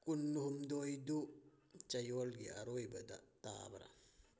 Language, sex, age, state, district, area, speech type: Manipuri, male, 30-45, Manipur, Thoubal, rural, read